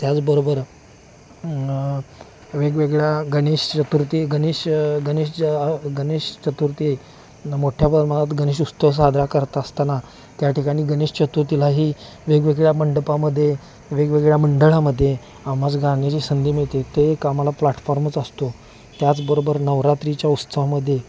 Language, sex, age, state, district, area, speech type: Marathi, male, 30-45, Maharashtra, Kolhapur, urban, spontaneous